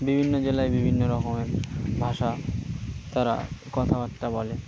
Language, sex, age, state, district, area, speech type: Bengali, male, 18-30, West Bengal, Birbhum, urban, spontaneous